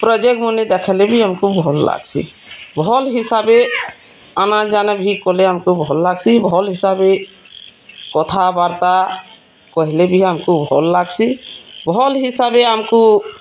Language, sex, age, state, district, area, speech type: Odia, female, 45-60, Odisha, Bargarh, urban, spontaneous